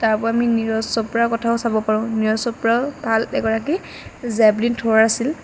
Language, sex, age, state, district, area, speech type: Assamese, female, 18-30, Assam, Lakhimpur, rural, spontaneous